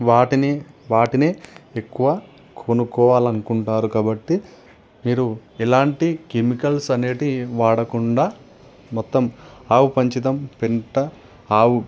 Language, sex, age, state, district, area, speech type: Telugu, male, 18-30, Telangana, Nalgonda, urban, spontaneous